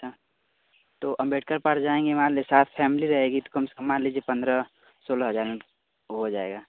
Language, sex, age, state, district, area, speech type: Hindi, male, 30-45, Uttar Pradesh, Mau, rural, conversation